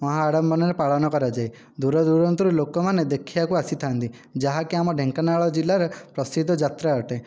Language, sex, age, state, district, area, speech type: Odia, male, 18-30, Odisha, Dhenkanal, rural, spontaneous